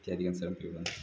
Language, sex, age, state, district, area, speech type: Sanskrit, male, 30-45, Tamil Nadu, Chennai, urban, spontaneous